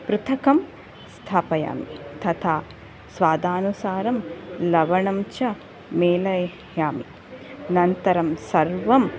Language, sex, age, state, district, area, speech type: Sanskrit, female, 30-45, Karnataka, Bangalore Urban, urban, spontaneous